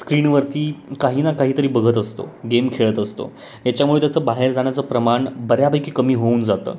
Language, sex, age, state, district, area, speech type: Marathi, male, 18-30, Maharashtra, Pune, urban, spontaneous